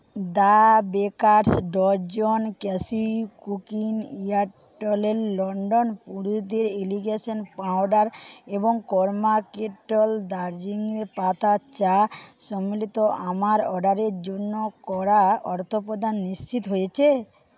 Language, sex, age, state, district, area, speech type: Bengali, female, 30-45, West Bengal, Paschim Medinipur, rural, read